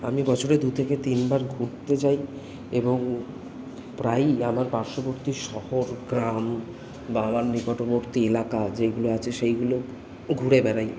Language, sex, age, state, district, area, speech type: Bengali, male, 18-30, West Bengal, Kolkata, urban, spontaneous